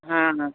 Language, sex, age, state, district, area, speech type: Hindi, female, 60+, Uttar Pradesh, Mau, rural, conversation